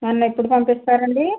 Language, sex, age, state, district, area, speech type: Telugu, female, 60+, Andhra Pradesh, West Godavari, rural, conversation